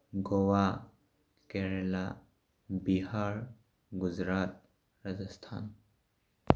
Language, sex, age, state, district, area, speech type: Manipuri, male, 18-30, Manipur, Tengnoupal, rural, spontaneous